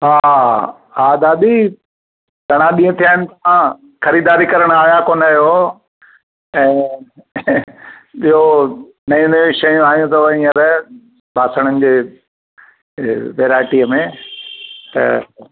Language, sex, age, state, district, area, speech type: Sindhi, male, 60+, Gujarat, Kutch, rural, conversation